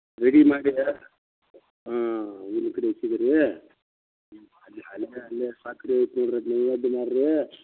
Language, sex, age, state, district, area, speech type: Kannada, male, 45-60, Karnataka, Belgaum, rural, conversation